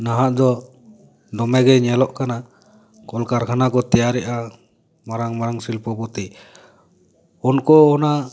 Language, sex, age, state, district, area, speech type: Santali, male, 30-45, West Bengal, Paschim Bardhaman, urban, spontaneous